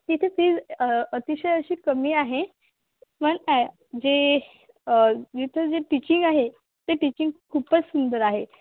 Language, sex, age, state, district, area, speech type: Marathi, female, 18-30, Maharashtra, Akola, rural, conversation